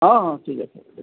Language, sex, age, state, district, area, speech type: Assamese, male, 60+, Assam, Kamrup Metropolitan, urban, conversation